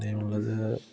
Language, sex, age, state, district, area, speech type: Malayalam, male, 18-30, Kerala, Idukki, rural, spontaneous